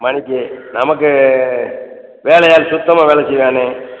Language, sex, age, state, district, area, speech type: Tamil, male, 60+, Tamil Nadu, Theni, rural, conversation